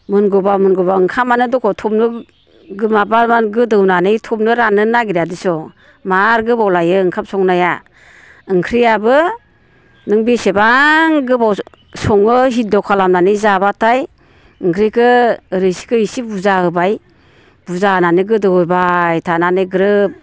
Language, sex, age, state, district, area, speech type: Bodo, female, 60+, Assam, Baksa, urban, spontaneous